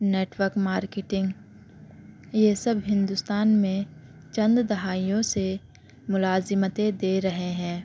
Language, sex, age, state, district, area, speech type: Urdu, female, 18-30, Uttar Pradesh, Gautam Buddha Nagar, urban, spontaneous